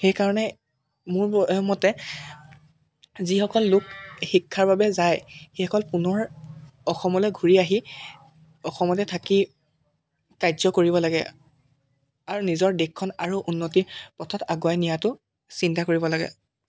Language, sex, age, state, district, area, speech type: Assamese, male, 18-30, Assam, Jorhat, urban, spontaneous